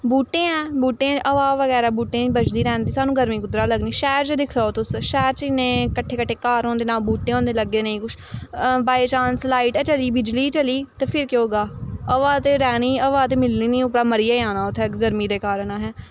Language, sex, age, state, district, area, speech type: Dogri, female, 18-30, Jammu and Kashmir, Samba, rural, spontaneous